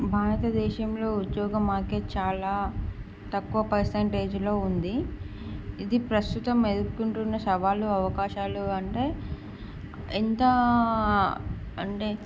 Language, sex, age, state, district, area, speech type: Telugu, female, 18-30, Andhra Pradesh, Srikakulam, urban, spontaneous